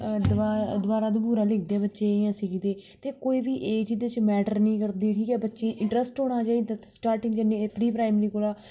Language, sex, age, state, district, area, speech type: Dogri, female, 18-30, Jammu and Kashmir, Kathua, urban, spontaneous